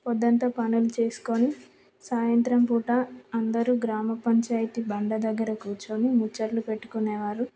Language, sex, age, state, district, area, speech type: Telugu, female, 18-30, Telangana, Karimnagar, rural, spontaneous